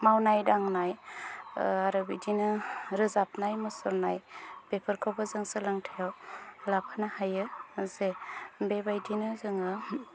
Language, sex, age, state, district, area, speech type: Bodo, female, 30-45, Assam, Udalguri, rural, spontaneous